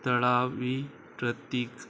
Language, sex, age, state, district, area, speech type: Goan Konkani, male, 30-45, Goa, Murmgao, rural, spontaneous